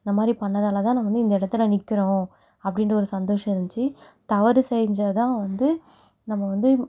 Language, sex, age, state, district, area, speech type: Tamil, female, 18-30, Tamil Nadu, Mayiladuthurai, rural, spontaneous